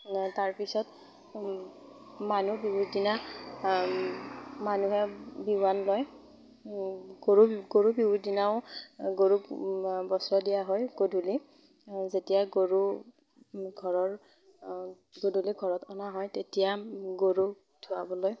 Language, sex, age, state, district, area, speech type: Assamese, female, 18-30, Assam, Darrang, rural, spontaneous